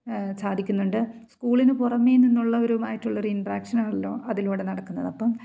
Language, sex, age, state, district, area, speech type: Malayalam, female, 30-45, Kerala, Idukki, rural, spontaneous